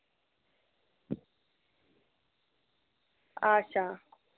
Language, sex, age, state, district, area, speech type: Dogri, female, 30-45, Jammu and Kashmir, Reasi, rural, conversation